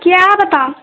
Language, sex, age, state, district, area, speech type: Hindi, female, 60+, Uttar Pradesh, Pratapgarh, rural, conversation